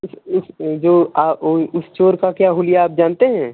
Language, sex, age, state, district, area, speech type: Hindi, male, 18-30, Uttar Pradesh, Mau, rural, conversation